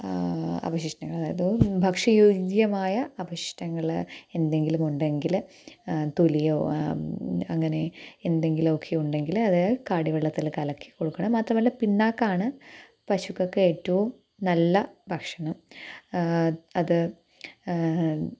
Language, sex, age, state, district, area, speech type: Malayalam, female, 18-30, Kerala, Pathanamthitta, rural, spontaneous